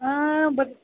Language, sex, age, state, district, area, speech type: Dogri, female, 18-30, Jammu and Kashmir, Kathua, rural, conversation